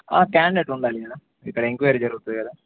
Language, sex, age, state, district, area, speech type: Telugu, male, 18-30, Telangana, Jangaon, rural, conversation